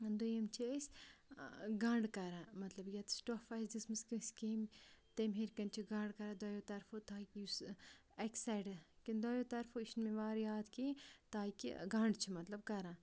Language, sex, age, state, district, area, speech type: Kashmiri, female, 18-30, Jammu and Kashmir, Kupwara, rural, spontaneous